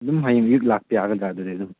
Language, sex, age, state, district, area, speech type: Manipuri, male, 18-30, Manipur, Chandel, rural, conversation